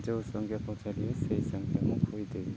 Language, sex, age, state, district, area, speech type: Odia, male, 30-45, Odisha, Nabarangpur, urban, spontaneous